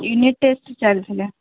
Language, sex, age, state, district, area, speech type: Odia, female, 30-45, Odisha, Bhadrak, rural, conversation